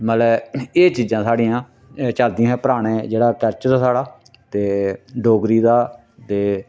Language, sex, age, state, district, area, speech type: Dogri, male, 60+, Jammu and Kashmir, Reasi, rural, spontaneous